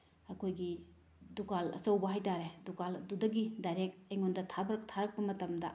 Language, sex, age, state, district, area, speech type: Manipuri, female, 30-45, Manipur, Bishnupur, rural, spontaneous